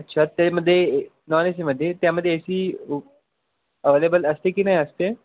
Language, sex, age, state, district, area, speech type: Marathi, male, 18-30, Maharashtra, Wardha, rural, conversation